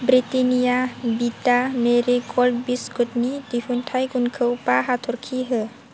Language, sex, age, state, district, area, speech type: Bodo, female, 18-30, Assam, Baksa, rural, read